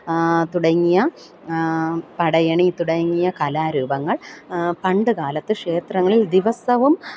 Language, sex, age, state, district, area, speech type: Malayalam, female, 30-45, Kerala, Thiruvananthapuram, urban, spontaneous